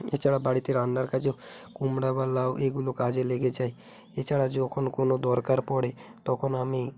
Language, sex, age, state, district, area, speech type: Bengali, male, 18-30, West Bengal, Hooghly, urban, spontaneous